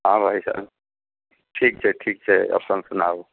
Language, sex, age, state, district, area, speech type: Maithili, male, 30-45, Bihar, Muzaffarpur, urban, conversation